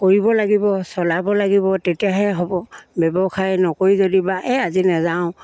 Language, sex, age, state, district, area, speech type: Assamese, female, 60+, Assam, Dibrugarh, rural, spontaneous